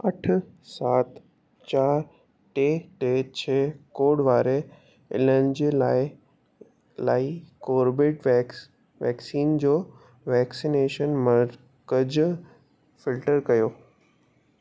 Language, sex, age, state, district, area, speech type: Sindhi, male, 18-30, Rajasthan, Ajmer, urban, read